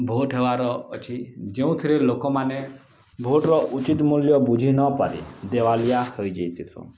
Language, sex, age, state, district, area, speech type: Odia, male, 18-30, Odisha, Bargarh, rural, spontaneous